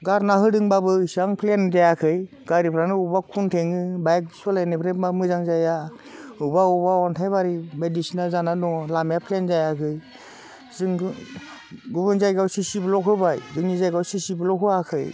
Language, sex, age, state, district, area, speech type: Bodo, male, 45-60, Assam, Udalguri, rural, spontaneous